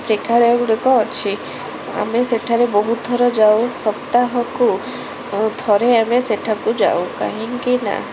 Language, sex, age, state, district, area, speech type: Odia, female, 18-30, Odisha, Cuttack, urban, spontaneous